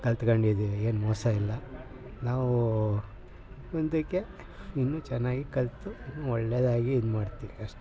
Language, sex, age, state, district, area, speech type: Kannada, male, 60+, Karnataka, Mysore, rural, spontaneous